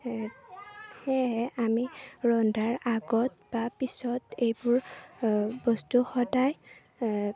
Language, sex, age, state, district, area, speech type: Assamese, female, 18-30, Assam, Chirang, rural, spontaneous